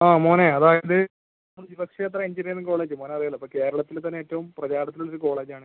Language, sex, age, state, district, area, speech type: Malayalam, male, 18-30, Kerala, Malappuram, rural, conversation